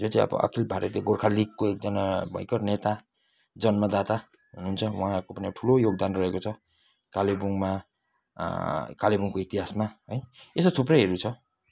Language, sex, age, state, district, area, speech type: Nepali, male, 30-45, West Bengal, Kalimpong, rural, spontaneous